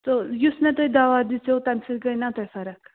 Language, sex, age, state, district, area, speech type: Kashmiri, male, 18-30, Jammu and Kashmir, Srinagar, urban, conversation